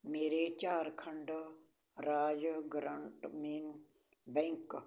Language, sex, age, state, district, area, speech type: Punjabi, female, 60+, Punjab, Barnala, rural, read